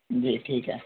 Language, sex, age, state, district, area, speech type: Hindi, male, 18-30, Madhya Pradesh, Jabalpur, urban, conversation